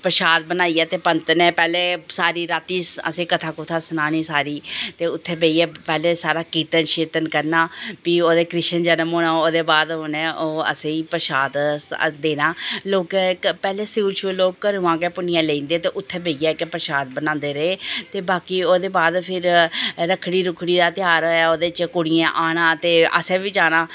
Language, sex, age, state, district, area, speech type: Dogri, female, 45-60, Jammu and Kashmir, Reasi, urban, spontaneous